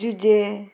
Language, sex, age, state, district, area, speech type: Goan Konkani, female, 30-45, Goa, Murmgao, rural, spontaneous